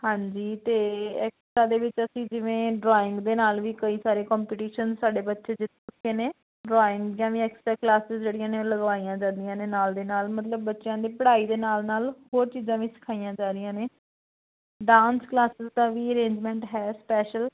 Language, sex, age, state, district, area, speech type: Punjabi, female, 30-45, Punjab, Patiala, rural, conversation